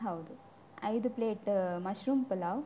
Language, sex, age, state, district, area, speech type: Kannada, female, 18-30, Karnataka, Udupi, rural, spontaneous